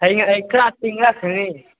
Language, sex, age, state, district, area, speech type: Manipuri, male, 18-30, Manipur, Senapati, rural, conversation